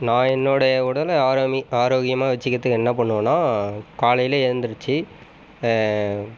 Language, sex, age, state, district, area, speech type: Tamil, male, 30-45, Tamil Nadu, Viluppuram, rural, spontaneous